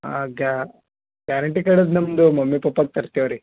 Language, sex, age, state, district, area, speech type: Kannada, male, 18-30, Karnataka, Bidar, urban, conversation